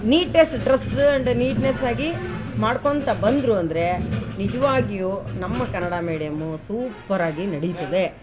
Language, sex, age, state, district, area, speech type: Kannada, female, 45-60, Karnataka, Vijayanagara, rural, spontaneous